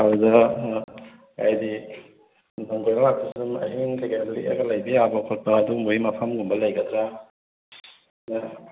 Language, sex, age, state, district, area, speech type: Manipuri, male, 18-30, Manipur, Imphal West, urban, conversation